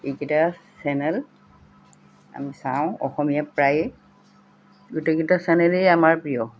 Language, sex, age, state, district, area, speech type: Assamese, female, 60+, Assam, Golaghat, rural, spontaneous